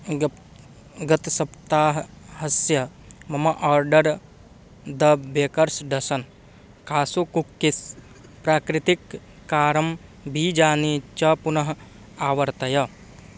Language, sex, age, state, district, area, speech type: Sanskrit, male, 18-30, Bihar, East Champaran, rural, read